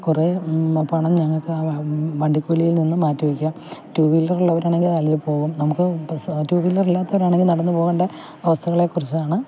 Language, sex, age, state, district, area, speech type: Malayalam, female, 60+, Kerala, Alappuzha, rural, spontaneous